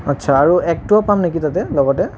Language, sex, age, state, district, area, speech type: Assamese, male, 30-45, Assam, Nalbari, rural, spontaneous